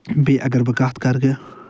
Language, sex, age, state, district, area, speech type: Kashmiri, male, 60+, Jammu and Kashmir, Ganderbal, urban, spontaneous